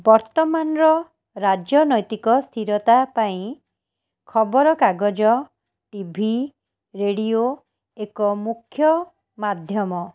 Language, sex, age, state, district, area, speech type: Odia, female, 30-45, Odisha, Cuttack, urban, spontaneous